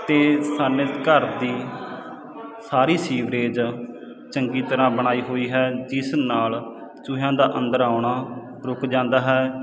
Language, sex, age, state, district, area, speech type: Punjabi, male, 30-45, Punjab, Sangrur, rural, spontaneous